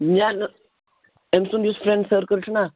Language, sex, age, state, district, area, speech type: Kashmiri, male, 18-30, Jammu and Kashmir, Srinagar, urban, conversation